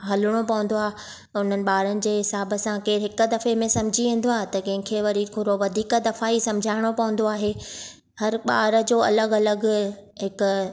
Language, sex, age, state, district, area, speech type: Sindhi, female, 30-45, Maharashtra, Thane, urban, spontaneous